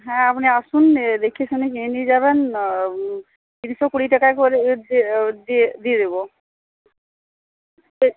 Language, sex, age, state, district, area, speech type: Bengali, female, 18-30, West Bengal, Uttar Dinajpur, urban, conversation